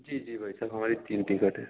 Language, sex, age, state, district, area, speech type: Hindi, male, 30-45, Madhya Pradesh, Ujjain, urban, conversation